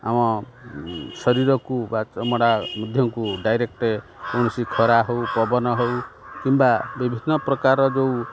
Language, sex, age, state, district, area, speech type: Odia, male, 45-60, Odisha, Kendrapara, urban, spontaneous